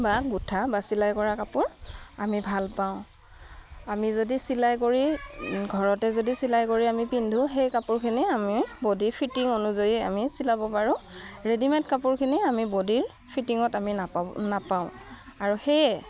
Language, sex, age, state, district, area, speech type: Assamese, female, 30-45, Assam, Udalguri, rural, spontaneous